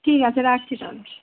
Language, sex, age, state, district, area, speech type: Bengali, female, 18-30, West Bengal, Birbhum, urban, conversation